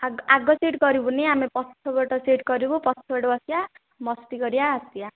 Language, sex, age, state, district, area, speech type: Odia, female, 18-30, Odisha, Nayagarh, rural, conversation